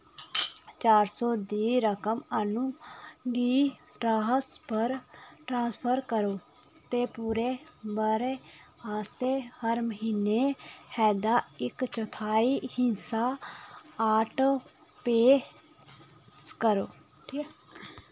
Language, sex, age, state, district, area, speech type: Dogri, female, 30-45, Jammu and Kashmir, Samba, urban, read